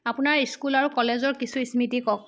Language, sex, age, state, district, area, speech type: Assamese, female, 45-60, Assam, Sivasagar, rural, spontaneous